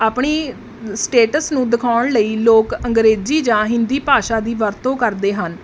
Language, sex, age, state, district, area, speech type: Punjabi, female, 30-45, Punjab, Mohali, rural, spontaneous